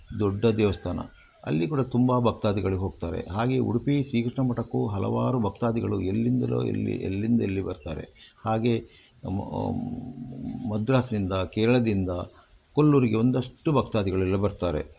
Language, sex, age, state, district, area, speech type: Kannada, male, 60+, Karnataka, Udupi, rural, spontaneous